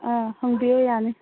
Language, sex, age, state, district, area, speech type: Manipuri, female, 30-45, Manipur, Chandel, rural, conversation